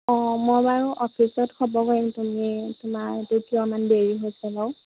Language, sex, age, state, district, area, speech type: Assamese, female, 18-30, Assam, Majuli, urban, conversation